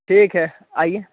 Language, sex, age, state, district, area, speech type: Hindi, male, 18-30, Bihar, Vaishali, rural, conversation